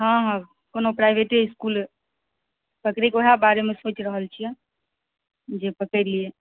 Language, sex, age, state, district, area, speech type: Maithili, female, 18-30, Bihar, Darbhanga, rural, conversation